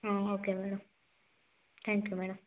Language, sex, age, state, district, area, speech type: Telugu, female, 18-30, Andhra Pradesh, Sri Balaji, rural, conversation